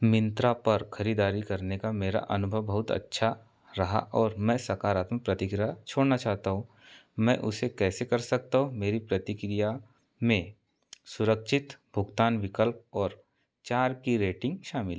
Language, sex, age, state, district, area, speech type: Hindi, male, 30-45, Madhya Pradesh, Seoni, rural, read